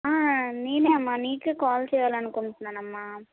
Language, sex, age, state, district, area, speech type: Telugu, female, 18-30, Andhra Pradesh, Palnadu, urban, conversation